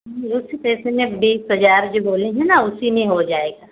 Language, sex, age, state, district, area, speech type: Hindi, female, 30-45, Uttar Pradesh, Pratapgarh, rural, conversation